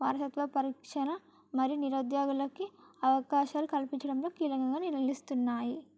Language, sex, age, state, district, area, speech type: Telugu, female, 18-30, Telangana, Sangareddy, urban, spontaneous